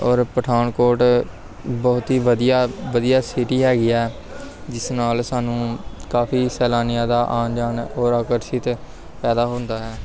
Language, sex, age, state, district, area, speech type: Punjabi, male, 18-30, Punjab, Pathankot, rural, spontaneous